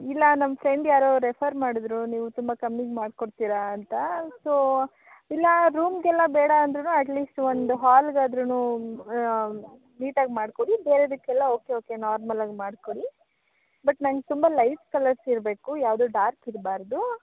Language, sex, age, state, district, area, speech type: Kannada, female, 18-30, Karnataka, Hassan, rural, conversation